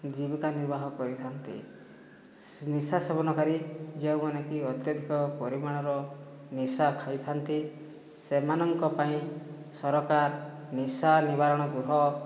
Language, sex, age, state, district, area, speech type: Odia, male, 30-45, Odisha, Boudh, rural, spontaneous